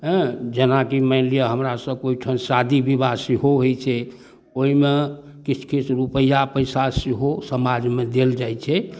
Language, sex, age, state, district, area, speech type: Maithili, male, 60+, Bihar, Darbhanga, rural, spontaneous